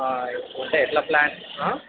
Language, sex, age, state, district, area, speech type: Telugu, male, 30-45, Andhra Pradesh, N T Rama Rao, urban, conversation